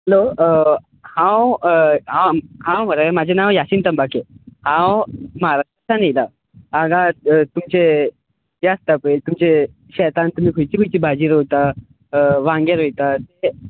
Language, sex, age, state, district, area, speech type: Goan Konkani, male, 18-30, Goa, Tiswadi, rural, conversation